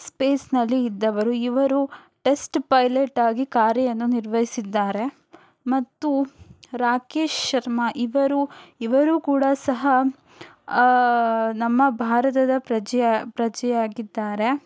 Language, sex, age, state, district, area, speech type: Kannada, female, 18-30, Karnataka, Shimoga, rural, spontaneous